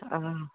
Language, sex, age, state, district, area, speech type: Odia, female, 60+, Odisha, Gajapati, rural, conversation